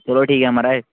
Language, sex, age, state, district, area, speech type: Dogri, male, 18-30, Jammu and Kashmir, Kathua, rural, conversation